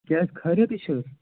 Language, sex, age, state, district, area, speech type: Kashmiri, male, 18-30, Jammu and Kashmir, Anantnag, rural, conversation